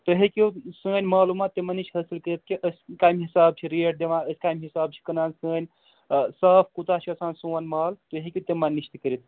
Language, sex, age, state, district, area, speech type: Kashmiri, male, 30-45, Jammu and Kashmir, Srinagar, urban, conversation